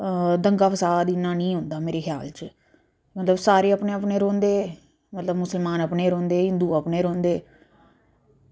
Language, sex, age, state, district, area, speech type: Dogri, female, 45-60, Jammu and Kashmir, Udhampur, urban, spontaneous